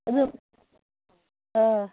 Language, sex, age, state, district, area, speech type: Manipuri, female, 45-60, Manipur, Ukhrul, rural, conversation